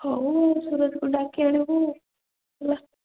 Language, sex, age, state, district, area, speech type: Odia, female, 18-30, Odisha, Koraput, urban, conversation